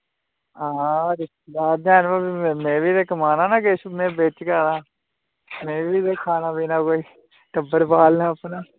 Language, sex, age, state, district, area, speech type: Dogri, male, 18-30, Jammu and Kashmir, Udhampur, rural, conversation